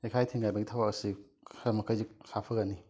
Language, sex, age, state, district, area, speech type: Manipuri, male, 18-30, Manipur, Imphal West, urban, spontaneous